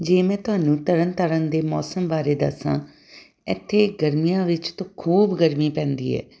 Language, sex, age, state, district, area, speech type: Punjabi, female, 45-60, Punjab, Tarn Taran, urban, spontaneous